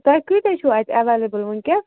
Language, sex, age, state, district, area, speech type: Kashmiri, female, 30-45, Jammu and Kashmir, Ganderbal, rural, conversation